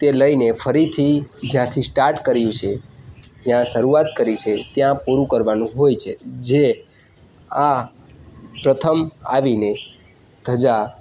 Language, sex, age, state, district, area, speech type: Gujarati, male, 18-30, Gujarat, Narmada, rural, spontaneous